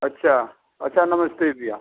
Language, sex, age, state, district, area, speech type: Hindi, male, 60+, Uttar Pradesh, Mau, urban, conversation